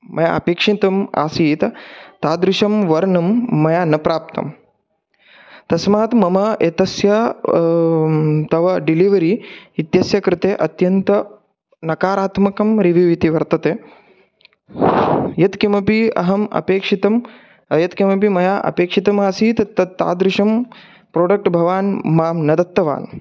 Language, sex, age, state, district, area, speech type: Sanskrit, male, 18-30, Maharashtra, Satara, rural, spontaneous